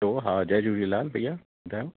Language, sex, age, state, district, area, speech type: Sindhi, male, 45-60, Uttar Pradesh, Lucknow, urban, conversation